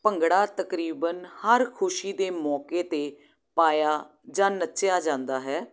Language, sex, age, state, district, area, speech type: Punjabi, female, 30-45, Punjab, Jalandhar, urban, spontaneous